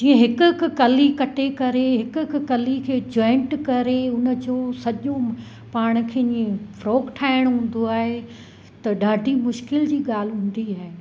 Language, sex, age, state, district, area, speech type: Sindhi, female, 45-60, Gujarat, Kutch, rural, spontaneous